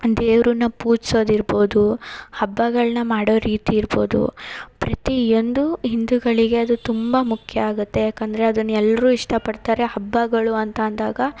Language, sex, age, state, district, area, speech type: Kannada, female, 30-45, Karnataka, Hassan, urban, spontaneous